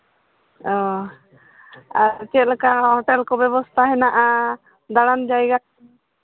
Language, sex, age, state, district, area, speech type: Santali, female, 30-45, Jharkhand, East Singhbhum, rural, conversation